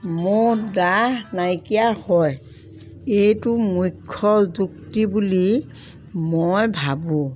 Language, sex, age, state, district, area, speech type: Assamese, female, 60+, Assam, Dhemaji, rural, spontaneous